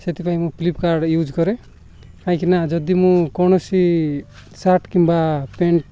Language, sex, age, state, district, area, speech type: Odia, male, 45-60, Odisha, Nabarangpur, rural, spontaneous